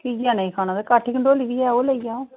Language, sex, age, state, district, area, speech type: Dogri, female, 45-60, Jammu and Kashmir, Udhampur, rural, conversation